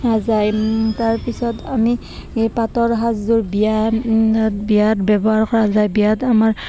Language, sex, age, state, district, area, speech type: Assamese, female, 18-30, Assam, Barpeta, rural, spontaneous